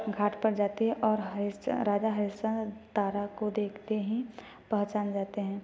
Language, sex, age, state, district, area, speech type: Hindi, female, 18-30, Uttar Pradesh, Varanasi, rural, spontaneous